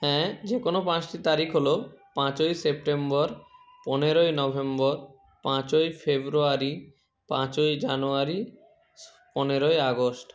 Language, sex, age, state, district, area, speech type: Bengali, male, 60+, West Bengal, Nadia, rural, spontaneous